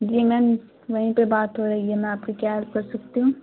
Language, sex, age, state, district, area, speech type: Urdu, female, 18-30, Bihar, Khagaria, rural, conversation